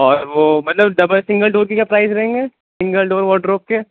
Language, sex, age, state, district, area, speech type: Urdu, male, 18-30, Uttar Pradesh, Rampur, urban, conversation